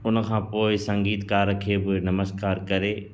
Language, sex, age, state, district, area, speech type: Sindhi, male, 45-60, Gujarat, Kutch, urban, spontaneous